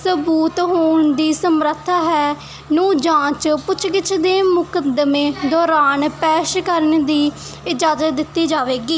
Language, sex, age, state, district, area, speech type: Punjabi, female, 18-30, Punjab, Mansa, rural, spontaneous